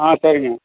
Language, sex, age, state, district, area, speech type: Tamil, male, 60+, Tamil Nadu, Perambalur, rural, conversation